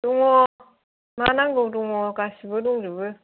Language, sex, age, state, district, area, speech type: Bodo, female, 45-60, Assam, Kokrajhar, rural, conversation